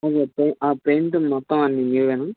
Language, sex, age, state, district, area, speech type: Telugu, male, 18-30, Andhra Pradesh, N T Rama Rao, urban, conversation